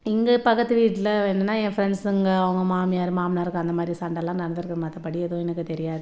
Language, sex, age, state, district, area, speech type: Tamil, female, 30-45, Tamil Nadu, Tirupattur, rural, spontaneous